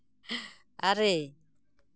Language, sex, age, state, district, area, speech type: Santali, female, 45-60, West Bengal, Bankura, rural, read